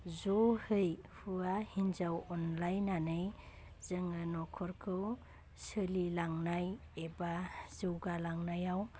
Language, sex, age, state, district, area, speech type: Bodo, female, 30-45, Assam, Baksa, rural, spontaneous